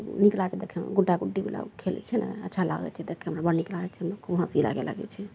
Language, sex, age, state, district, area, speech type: Maithili, female, 30-45, Bihar, Araria, rural, spontaneous